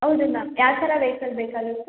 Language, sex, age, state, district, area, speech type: Kannada, female, 18-30, Karnataka, Mandya, rural, conversation